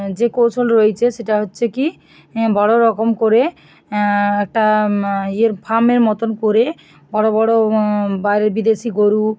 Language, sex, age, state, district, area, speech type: Bengali, female, 45-60, West Bengal, Bankura, urban, spontaneous